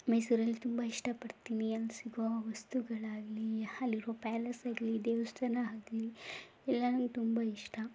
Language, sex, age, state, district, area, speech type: Kannada, female, 18-30, Karnataka, Chamarajanagar, rural, spontaneous